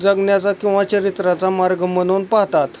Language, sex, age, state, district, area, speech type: Marathi, male, 18-30, Maharashtra, Osmanabad, rural, spontaneous